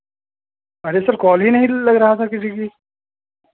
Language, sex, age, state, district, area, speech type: Hindi, male, 30-45, Uttar Pradesh, Hardoi, rural, conversation